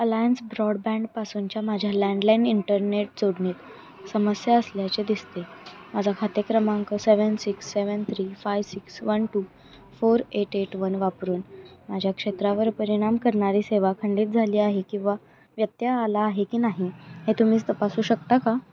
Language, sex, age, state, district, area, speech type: Marathi, female, 18-30, Maharashtra, Kolhapur, urban, read